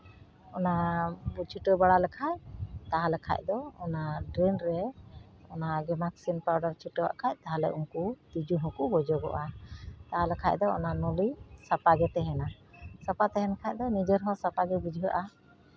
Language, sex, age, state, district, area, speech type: Santali, female, 45-60, West Bengal, Uttar Dinajpur, rural, spontaneous